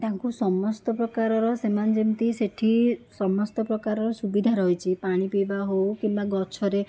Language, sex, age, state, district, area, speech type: Odia, female, 18-30, Odisha, Jajpur, rural, spontaneous